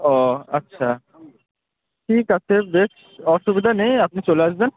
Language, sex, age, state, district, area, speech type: Bengali, male, 18-30, West Bengal, Murshidabad, urban, conversation